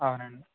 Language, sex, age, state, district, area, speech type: Telugu, male, 18-30, Andhra Pradesh, East Godavari, rural, conversation